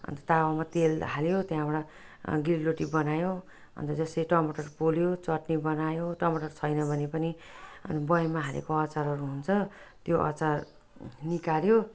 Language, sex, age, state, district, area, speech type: Nepali, female, 45-60, West Bengal, Jalpaiguri, rural, spontaneous